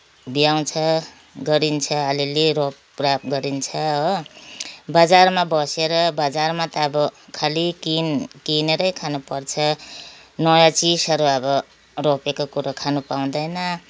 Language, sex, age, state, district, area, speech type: Nepali, female, 60+, West Bengal, Kalimpong, rural, spontaneous